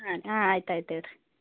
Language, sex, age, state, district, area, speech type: Kannada, female, 18-30, Karnataka, Gulbarga, urban, conversation